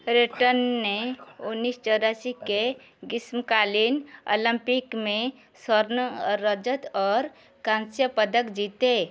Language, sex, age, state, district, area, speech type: Hindi, female, 45-60, Madhya Pradesh, Chhindwara, rural, read